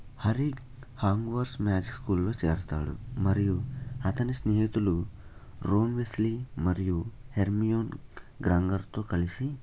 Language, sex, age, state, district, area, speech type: Telugu, male, 45-60, Andhra Pradesh, Eluru, urban, spontaneous